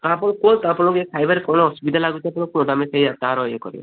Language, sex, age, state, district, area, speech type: Odia, male, 18-30, Odisha, Balasore, rural, conversation